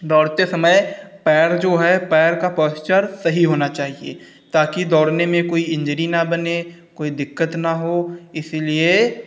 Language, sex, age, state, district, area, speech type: Hindi, male, 30-45, Uttar Pradesh, Hardoi, rural, spontaneous